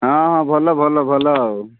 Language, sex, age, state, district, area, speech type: Odia, male, 30-45, Odisha, Nabarangpur, urban, conversation